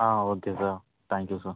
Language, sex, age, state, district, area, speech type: Tamil, male, 45-60, Tamil Nadu, Ariyalur, rural, conversation